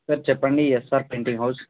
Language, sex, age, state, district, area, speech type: Telugu, male, 18-30, Telangana, Ranga Reddy, urban, conversation